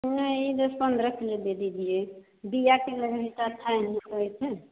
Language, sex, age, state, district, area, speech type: Hindi, female, 30-45, Uttar Pradesh, Bhadohi, rural, conversation